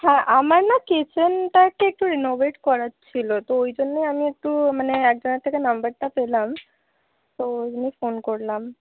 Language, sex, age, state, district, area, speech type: Bengali, female, 60+, West Bengal, Paschim Bardhaman, rural, conversation